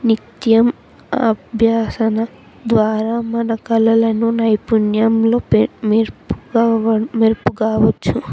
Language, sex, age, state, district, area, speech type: Telugu, female, 18-30, Telangana, Jayashankar, urban, spontaneous